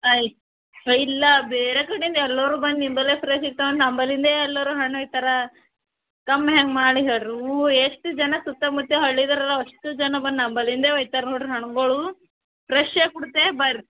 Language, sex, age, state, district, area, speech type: Kannada, female, 18-30, Karnataka, Bidar, urban, conversation